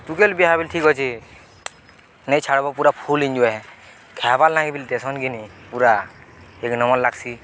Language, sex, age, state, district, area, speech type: Odia, male, 18-30, Odisha, Balangir, urban, spontaneous